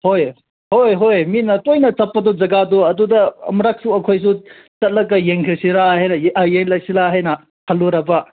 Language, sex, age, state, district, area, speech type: Manipuri, male, 18-30, Manipur, Senapati, rural, conversation